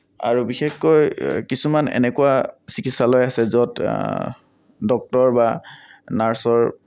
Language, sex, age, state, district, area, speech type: Assamese, male, 18-30, Assam, Kamrup Metropolitan, urban, spontaneous